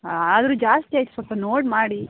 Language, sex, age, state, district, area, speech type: Kannada, female, 18-30, Karnataka, Kodagu, rural, conversation